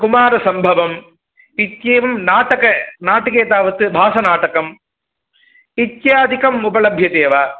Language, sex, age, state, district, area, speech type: Sanskrit, male, 18-30, Tamil Nadu, Chennai, rural, conversation